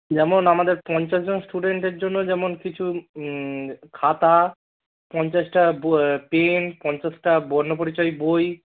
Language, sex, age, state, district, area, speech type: Bengali, male, 18-30, West Bengal, Darjeeling, rural, conversation